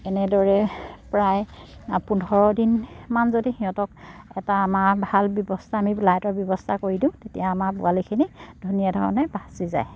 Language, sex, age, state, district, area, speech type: Assamese, female, 30-45, Assam, Charaideo, rural, spontaneous